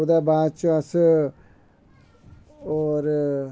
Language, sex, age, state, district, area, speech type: Dogri, male, 45-60, Jammu and Kashmir, Samba, rural, spontaneous